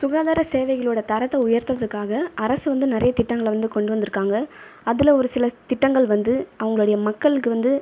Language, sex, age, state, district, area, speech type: Tamil, female, 30-45, Tamil Nadu, Viluppuram, rural, spontaneous